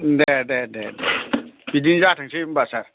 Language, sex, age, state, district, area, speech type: Bodo, male, 60+, Assam, Kokrajhar, urban, conversation